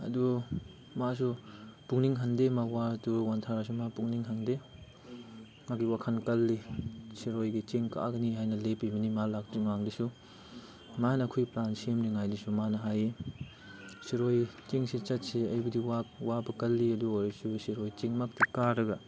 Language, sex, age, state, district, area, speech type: Manipuri, male, 18-30, Manipur, Chandel, rural, spontaneous